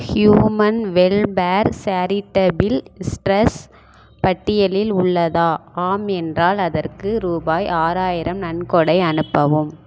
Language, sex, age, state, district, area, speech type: Tamil, female, 18-30, Tamil Nadu, Namakkal, urban, read